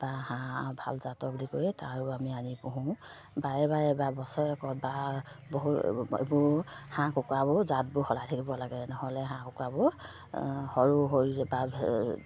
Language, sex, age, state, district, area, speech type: Assamese, female, 30-45, Assam, Sivasagar, rural, spontaneous